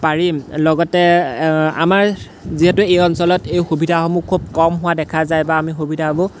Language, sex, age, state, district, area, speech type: Assamese, male, 18-30, Assam, Golaghat, rural, spontaneous